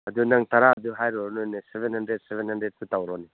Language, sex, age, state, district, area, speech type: Manipuri, male, 60+, Manipur, Churachandpur, rural, conversation